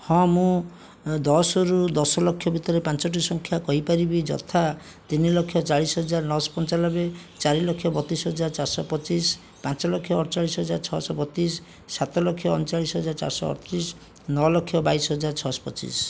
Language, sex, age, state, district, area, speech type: Odia, male, 60+, Odisha, Jajpur, rural, spontaneous